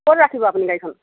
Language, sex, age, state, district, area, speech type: Assamese, female, 45-60, Assam, Sivasagar, rural, conversation